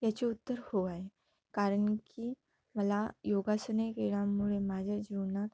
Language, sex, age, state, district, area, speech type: Marathi, female, 18-30, Maharashtra, Amravati, rural, spontaneous